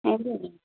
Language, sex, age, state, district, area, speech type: Odia, female, 45-60, Odisha, Koraput, urban, conversation